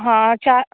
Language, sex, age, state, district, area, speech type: Goan Konkani, female, 30-45, Goa, Canacona, rural, conversation